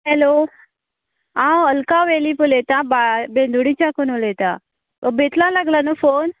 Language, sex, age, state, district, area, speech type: Goan Konkani, female, 18-30, Goa, Canacona, rural, conversation